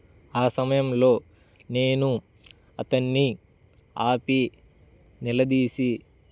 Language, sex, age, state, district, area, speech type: Telugu, male, 18-30, Andhra Pradesh, Bapatla, urban, spontaneous